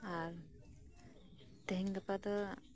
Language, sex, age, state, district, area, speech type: Santali, female, 18-30, West Bengal, Birbhum, rural, spontaneous